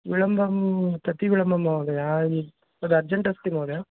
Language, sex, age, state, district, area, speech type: Sanskrit, male, 30-45, Karnataka, Vijayapura, urban, conversation